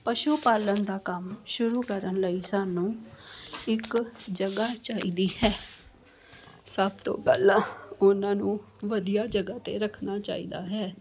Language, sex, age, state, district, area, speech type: Punjabi, female, 30-45, Punjab, Jalandhar, urban, spontaneous